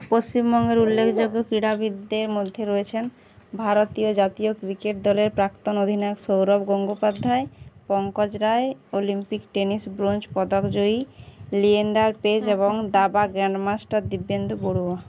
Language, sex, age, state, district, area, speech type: Bengali, female, 18-30, West Bengal, Uttar Dinajpur, urban, read